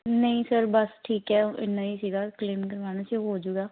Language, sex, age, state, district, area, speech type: Punjabi, female, 30-45, Punjab, Ludhiana, rural, conversation